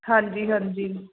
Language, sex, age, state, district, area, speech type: Punjabi, female, 18-30, Punjab, Fatehgarh Sahib, rural, conversation